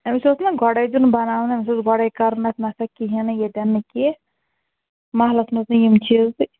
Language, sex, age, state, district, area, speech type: Kashmiri, female, 30-45, Jammu and Kashmir, Srinagar, urban, conversation